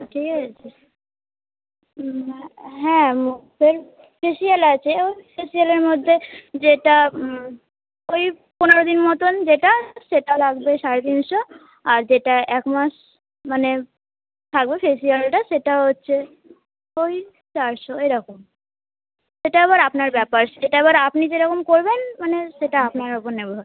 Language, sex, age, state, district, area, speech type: Bengali, female, 18-30, West Bengal, Hooghly, urban, conversation